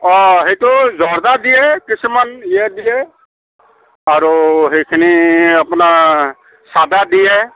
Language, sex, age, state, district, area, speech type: Assamese, male, 45-60, Assam, Kamrup Metropolitan, urban, conversation